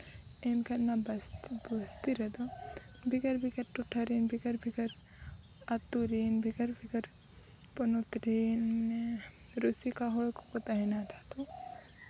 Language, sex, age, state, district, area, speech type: Santali, female, 18-30, Jharkhand, Seraikela Kharsawan, rural, spontaneous